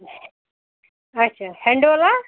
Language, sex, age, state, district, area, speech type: Kashmiri, female, 18-30, Jammu and Kashmir, Kupwara, rural, conversation